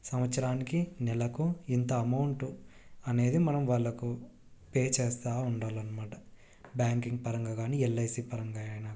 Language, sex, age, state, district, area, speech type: Telugu, male, 18-30, Andhra Pradesh, Krishna, urban, spontaneous